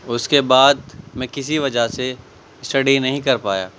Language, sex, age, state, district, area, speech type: Urdu, male, 18-30, Delhi, South Delhi, urban, spontaneous